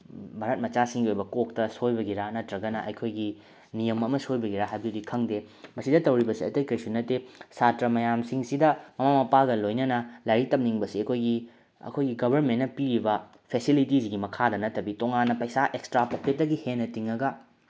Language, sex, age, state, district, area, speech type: Manipuri, male, 18-30, Manipur, Bishnupur, rural, spontaneous